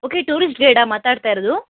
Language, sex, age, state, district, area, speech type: Kannada, female, 60+, Karnataka, Chikkaballapur, urban, conversation